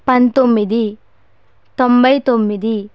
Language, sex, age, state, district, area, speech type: Telugu, female, 30-45, Andhra Pradesh, Konaseema, rural, spontaneous